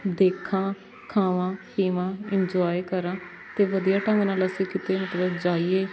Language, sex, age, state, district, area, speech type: Punjabi, female, 18-30, Punjab, Shaheed Bhagat Singh Nagar, urban, spontaneous